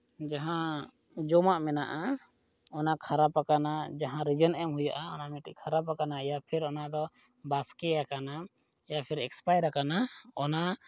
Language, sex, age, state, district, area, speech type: Santali, male, 30-45, Jharkhand, East Singhbhum, rural, spontaneous